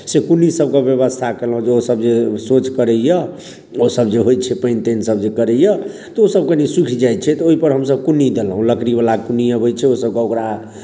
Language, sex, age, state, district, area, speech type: Maithili, male, 30-45, Bihar, Darbhanga, rural, spontaneous